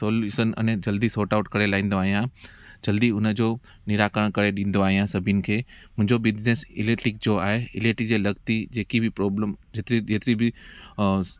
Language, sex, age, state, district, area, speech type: Sindhi, male, 30-45, Gujarat, Junagadh, rural, spontaneous